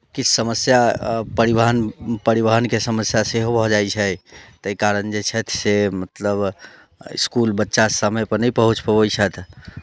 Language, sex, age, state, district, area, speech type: Maithili, male, 30-45, Bihar, Muzaffarpur, rural, spontaneous